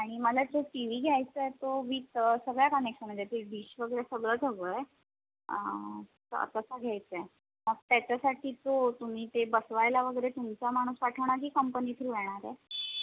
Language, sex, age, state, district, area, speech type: Marathi, female, 18-30, Maharashtra, Sindhudurg, rural, conversation